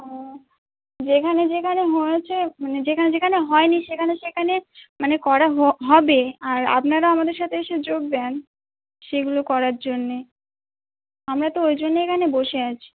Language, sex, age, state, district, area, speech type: Bengali, female, 18-30, West Bengal, Birbhum, urban, conversation